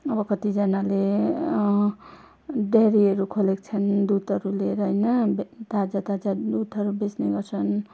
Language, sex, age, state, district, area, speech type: Nepali, female, 30-45, West Bengal, Darjeeling, rural, spontaneous